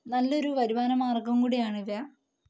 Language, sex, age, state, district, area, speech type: Malayalam, female, 18-30, Kerala, Kottayam, rural, spontaneous